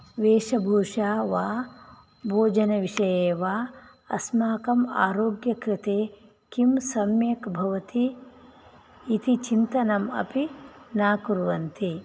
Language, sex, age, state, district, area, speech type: Sanskrit, female, 60+, Karnataka, Udupi, rural, spontaneous